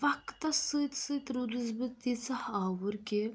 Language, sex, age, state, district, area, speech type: Kashmiri, female, 18-30, Jammu and Kashmir, Pulwama, rural, spontaneous